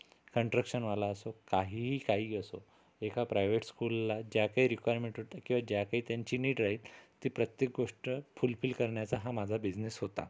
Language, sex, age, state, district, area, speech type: Marathi, male, 30-45, Maharashtra, Amravati, rural, spontaneous